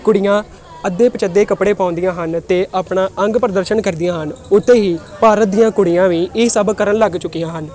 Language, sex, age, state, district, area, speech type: Punjabi, female, 18-30, Punjab, Tarn Taran, urban, spontaneous